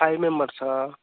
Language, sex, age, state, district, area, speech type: Telugu, male, 18-30, Telangana, Nirmal, rural, conversation